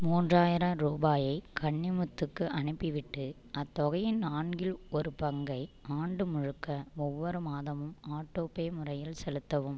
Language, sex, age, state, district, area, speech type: Tamil, female, 60+, Tamil Nadu, Ariyalur, rural, read